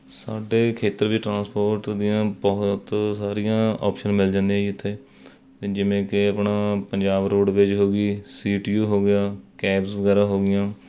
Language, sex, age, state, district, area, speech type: Punjabi, male, 30-45, Punjab, Mohali, rural, spontaneous